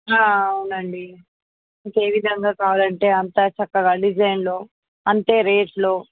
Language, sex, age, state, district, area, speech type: Telugu, female, 18-30, Andhra Pradesh, Visakhapatnam, urban, conversation